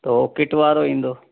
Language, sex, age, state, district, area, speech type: Sindhi, male, 45-60, Delhi, South Delhi, urban, conversation